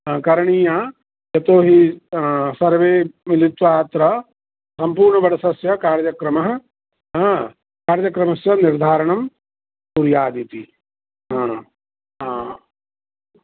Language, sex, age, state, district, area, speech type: Sanskrit, male, 60+, Bihar, Madhubani, urban, conversation